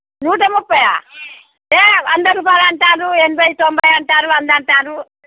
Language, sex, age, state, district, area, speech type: Telugu, female, 60+, Telangana, Jagtial, rural, conversation